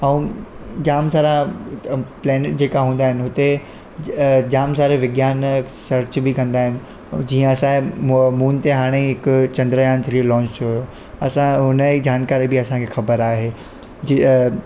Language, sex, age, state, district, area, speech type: Sindhi, male, 18-30, Gujarat, Surat, urban, spontaneous